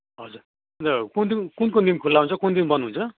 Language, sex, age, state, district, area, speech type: Nepali, male, 30-45, West Bengal, Darjeeling, rural, conversation